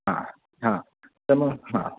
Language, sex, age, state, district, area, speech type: Marathi, male, 30-45, Maharashtra, Thane, urban, conversation